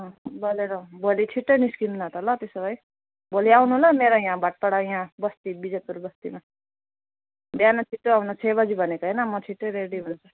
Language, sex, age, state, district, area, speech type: Nepali, female, 45-60, West Bengal, Alipurduar, rural, conversation